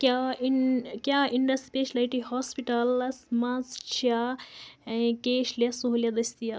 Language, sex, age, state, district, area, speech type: Kashmiri, female, 18-30, Jammu and Kashmir, Budgam, rural, read